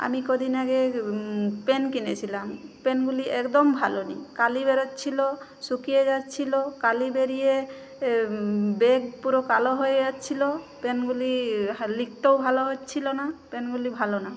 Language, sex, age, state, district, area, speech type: Bengali, female, 30-45, West Bengal, Jhargram, rural, spontaneous